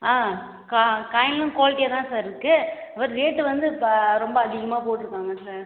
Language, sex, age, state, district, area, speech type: Tamil, female, 18-30, Tamil Nadu, Cuddalore, rural, conversation